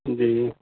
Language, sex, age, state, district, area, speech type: Urdu, male, 18-30, Delhi, South Delhi, urban, conversation